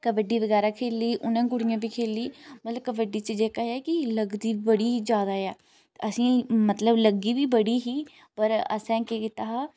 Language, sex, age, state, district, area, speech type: Dogri, female, 30-45, Jammu and Kashmir, Udhampur, urban, spontaneous